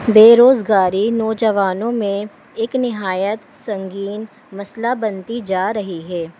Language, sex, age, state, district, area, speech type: Urdu, female, 18-30, Delhi, New Delhi, urban, spontaneous